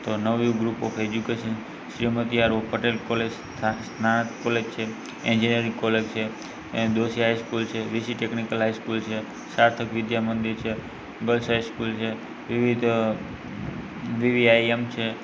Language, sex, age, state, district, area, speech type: Gujarati, male, 18-30, Gujarat, Morbi, urban, spontaneous